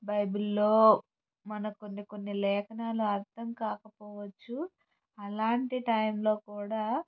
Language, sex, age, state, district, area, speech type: Telugu, female, 18-30, Andhra Pradesh, Palnadu, urban, spontaneous